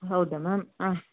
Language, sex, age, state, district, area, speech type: Kannada, female, 30-45, Karnataka, Bangalore Urban, urban, conversation